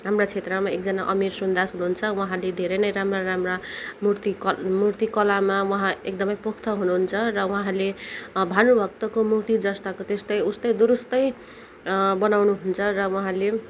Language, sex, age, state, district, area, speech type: Nepali, female, 18-30, West Bengal, Kalimpong, rural, spontaneous